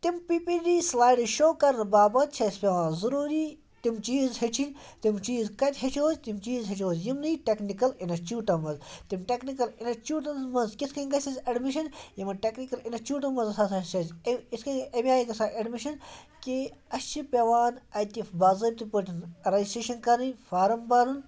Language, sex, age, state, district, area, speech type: Kashmiri, male, 30-45, Jammu and Kashmir, Ganderbal, rural, spontaneous